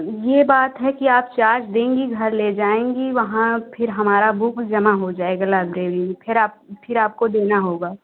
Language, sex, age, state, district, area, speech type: Hindi, female, 18-30, Uttar Pradesh, Jaunpur, urban, conversation